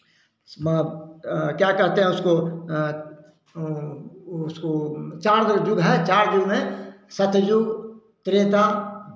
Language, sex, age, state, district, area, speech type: Hindi, male, 60+, Bihar, Samastipur, rural, spontaneous